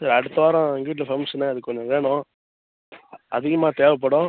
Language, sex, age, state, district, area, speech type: Tamil, male, 18-30, Tamil Nadu, Kallakurichi, urban, conversation